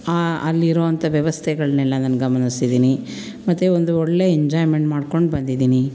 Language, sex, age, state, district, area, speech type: Kannada, female, 45-60, Karnataka, Mandya, rural, spontaneous